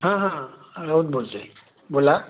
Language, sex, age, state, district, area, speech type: Marathi, male, 45-60, Maharashtra, Raigad, rural, conversation